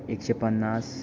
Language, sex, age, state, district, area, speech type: Goan Konkani, male, 18-30, Goa, Tiswadi, rural, spontaneous